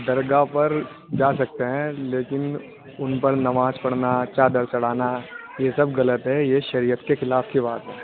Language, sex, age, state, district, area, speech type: Urdu, male, 30-45, Uttar Pradesh, Muzaffarnagar, urban, conversation